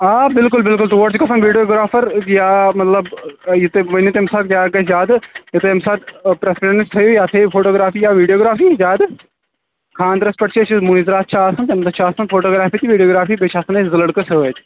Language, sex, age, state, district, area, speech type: Kashmiri, male, 18-30, Jammu and Kashmir, Shopian, urban, conversation